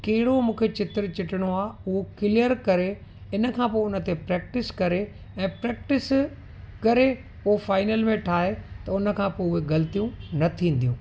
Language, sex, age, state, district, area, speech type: Sindhi, male, 45-60, Gujarat, Kutch, urban, spontaneous